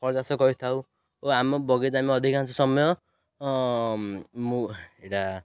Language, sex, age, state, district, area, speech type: Odia, male, 18-30, Odisha, Ganjam, rural, spontaneous